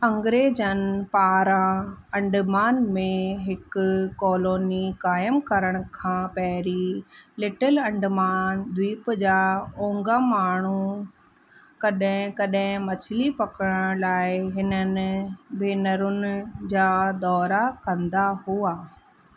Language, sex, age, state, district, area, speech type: Sindhi, female, 30-45, Rajasthan, Ajmer, urban, read